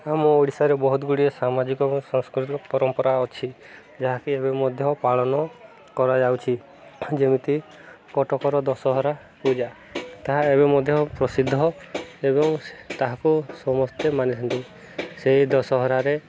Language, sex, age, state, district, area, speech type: Odia, male, 18-30, Odisha, Subarnapur, urban, spontaneous